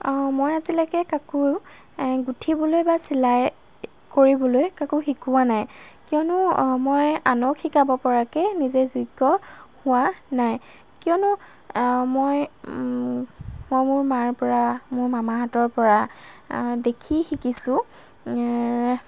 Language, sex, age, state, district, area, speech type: Assamese, female, 18-30, Assam, Golaghat, urban, spontaneous